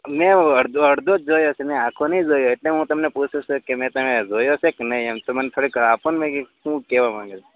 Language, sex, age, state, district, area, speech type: Gujarati, male, 18-30, Gujarat, Anand, rural, conversation